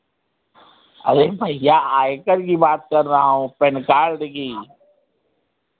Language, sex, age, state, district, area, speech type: Hindi, male, 60+, Uttar Pradesh, Sitapur, rural, conversation